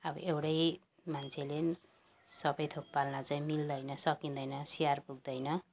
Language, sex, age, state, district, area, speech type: Nepali, female, 60+, West Bengal, Jalpaiguri, rural, spontaneous